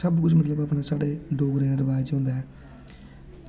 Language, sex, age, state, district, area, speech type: Dogri, male, 18-30, Jammu and Kashmir, Samba, rural, spontaneous